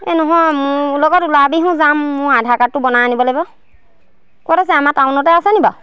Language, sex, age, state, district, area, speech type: Assamese, female, 30-45, Assam, Lakhimpur, rural, spontaneous